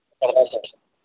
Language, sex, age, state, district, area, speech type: Telugu, male, 18-30, Andhra Pradesh, N T Rama Rao, rural, conversation